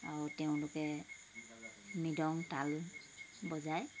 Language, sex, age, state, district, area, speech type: Assamese, female, 60+, Assam, Tinsukia, rural, spontaneous